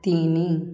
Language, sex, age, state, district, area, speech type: Odia, male, 18-30, Odisha, Subarnapur, urban, read